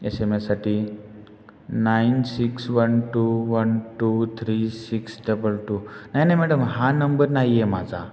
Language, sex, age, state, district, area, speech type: Marathi, male, 30-45, Maharashtra, Satara, rural, spontaneous